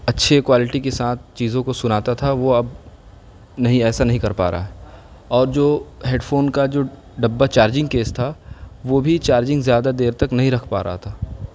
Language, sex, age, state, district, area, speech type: Urdu, male, 18-30, Uttar Pradesh, Siddharthnagar, rural, spontaneous